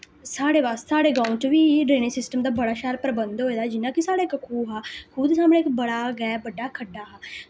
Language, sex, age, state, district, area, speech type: Dogri, female, 18-30, Jammu and Kashmir, Samba, rural, spontaneous